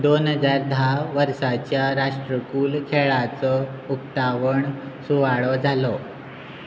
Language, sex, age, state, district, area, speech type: Goan Konkani, male, 18-30, Goa, Quepem, rural, read